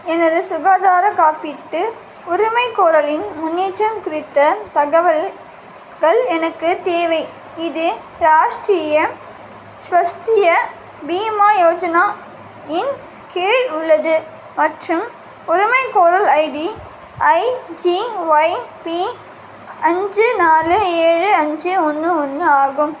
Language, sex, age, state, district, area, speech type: Tamil, female, 18-30, Tamil Nadu, Vellore, urban, read